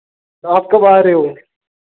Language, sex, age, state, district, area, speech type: Hindi, male, 18-30, Rajasthan, Nagaur, rural, conversation